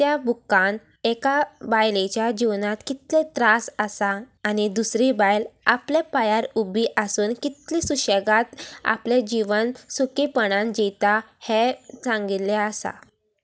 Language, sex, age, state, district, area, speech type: Goan Konkani, female, 18-30, Goa, Sanguem, rural, spontaneous